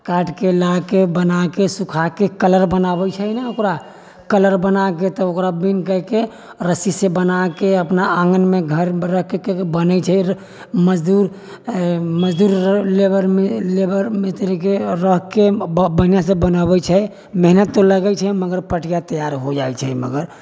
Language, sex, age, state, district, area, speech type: Maithili, male, 60+, Bihar, Sitamarhi, rural, spontaneous